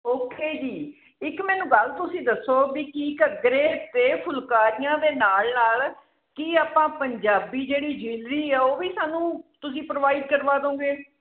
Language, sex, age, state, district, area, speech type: Punjabi, female, 45-60, Punjab, Mohali, urban, conversation